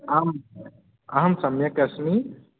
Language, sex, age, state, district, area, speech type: Sanskrit, male, 18-30, Telangana, Hyderabad, urban, conversation